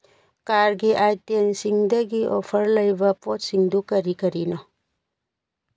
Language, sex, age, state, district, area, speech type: Manipuri, female, 45-60, Manipur, Churachandpur, rural, read